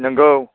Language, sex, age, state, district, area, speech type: Bodo, male, 60+, Assam, Chirang, rural, conversation